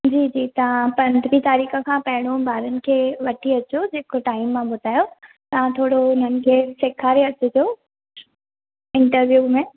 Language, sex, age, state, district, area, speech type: Sindhi, female, 18-30, Maharashtra, Thane, urban, conversation